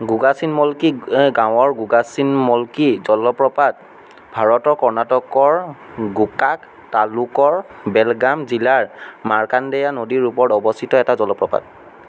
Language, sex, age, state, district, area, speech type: Assamese, male, 30-45, Assam, Sonitpur, urban, read